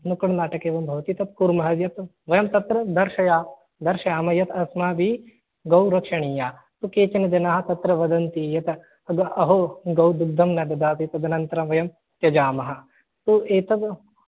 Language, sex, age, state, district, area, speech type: Sanskrit, male, 18-30, Rajasthan, Jaipur, urban, conversation